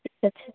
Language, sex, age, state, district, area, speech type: Bengali, female, 18-30, West Bengal, Alipurduar, rural, conversation